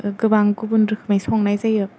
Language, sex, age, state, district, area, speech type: Bodo, female, 18-30, Assam, Kokrajhar, rural, spontaneous